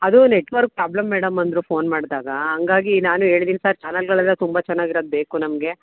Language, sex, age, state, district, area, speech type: Kannada, female, 30-45, Karnataka, Mandya, rural, conversation